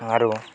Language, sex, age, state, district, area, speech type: Odia, male, 18-30, Odisha, Balangir, urban, spontaneous